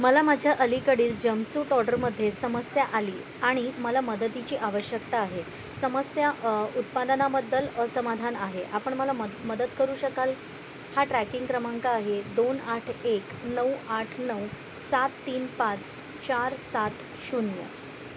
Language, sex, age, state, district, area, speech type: Marathi, female, 45-60, Maharashtra, Thane, urban, read